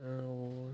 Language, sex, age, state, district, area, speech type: Odia, male, 30-45, Odisha, Mayurbhanj, rural, spontaneous